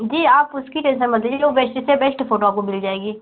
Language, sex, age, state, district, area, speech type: Hindi, female, 18-30, Uttar Pradesh, Jaunpur, urban, conversation